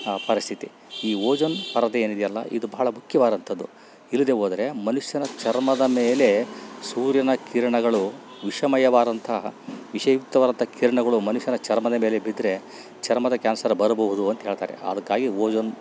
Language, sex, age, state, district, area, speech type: Kannada, male, 60+, Karnataka, Bellary, rural, spontaneous